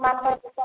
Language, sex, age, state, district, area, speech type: Odia, female, 45-60, Odisha, Boudh, rural, conversation